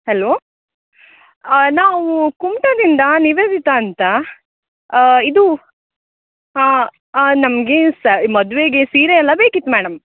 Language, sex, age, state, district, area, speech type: Kannada, female, 18-30, Karnataka, Uttara Kannada, rural, conversation